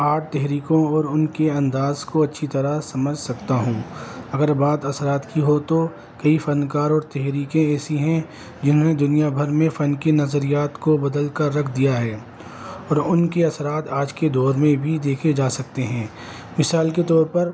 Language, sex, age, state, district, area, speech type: Urdu, male, 30-45, Delhi, North East Delhi, urban, spontaneous